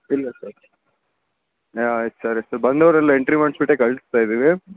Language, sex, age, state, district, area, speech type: Kannada, male, 60+, Karnataka, Davanagere, rural, conversation